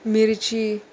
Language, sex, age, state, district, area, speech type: Goan Konkani, female, 30-45, Goa, Salcete, rural, spontaneous